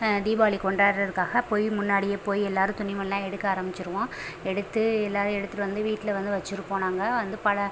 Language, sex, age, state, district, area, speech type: Tamil, female, 30-45, Tamil Nadu, Pudukkottai, rural, spontaneous